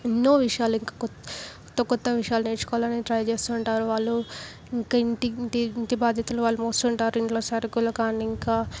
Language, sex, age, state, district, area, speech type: Telugu, female, 18-30, Telangana, Medak, urban, spontaneous